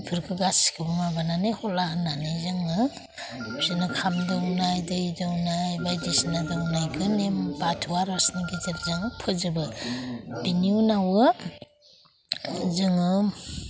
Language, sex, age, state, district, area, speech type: Bodo, female, 45-60, Assam, Udalguri, urban, spontaneous